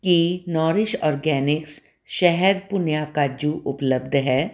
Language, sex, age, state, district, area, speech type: Punjabi, female, 45-60, Punjab, Tarn Taran, urban, read